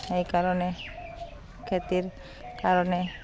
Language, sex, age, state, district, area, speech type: Assamese, female, 30-45, Assam, Barpeta, rural, spontaneous